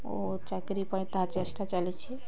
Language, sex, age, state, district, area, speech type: Odia, female, 18-30, Odisha, Bargarh, rural, spontaneous